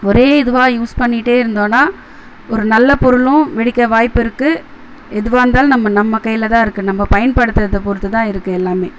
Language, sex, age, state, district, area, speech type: Tamil, female, 30-45, Tamil Nadu, Chennai, urban, spontaneous